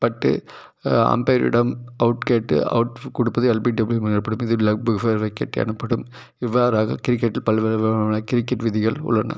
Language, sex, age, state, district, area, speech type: Tamil, male, 30-45, Tamil Nadu, Tiruppur, rural, spontaneous